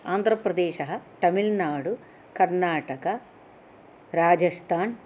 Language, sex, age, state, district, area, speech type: Sanskrit, female, 60+, Andhra Pradesh, Chittoor, urban, spontaneous